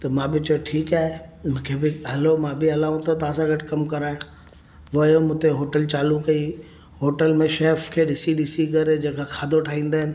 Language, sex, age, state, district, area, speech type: Sindhi, male, 30-45, Maharashtra, Mumbai Suburban, urban, spontaneous